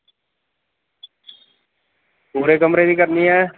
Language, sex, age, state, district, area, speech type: Dogri, male, 30-45, Jammu and Kashmir, Samba, rural, conversation